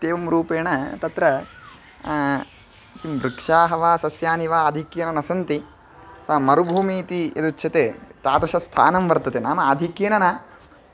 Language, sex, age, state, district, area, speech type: Sanskrit, male, 18-30, Karnataka, Chitradurga, rural, spontaneous